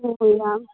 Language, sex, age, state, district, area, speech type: Manipuri, female, 45-60, Manipur, Churachandpur, rural, conversation